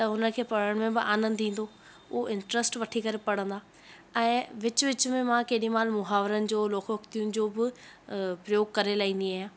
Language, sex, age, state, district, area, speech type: Sindhi, female, 18-30, Rajasthan, Ajmer, urban, spontaneous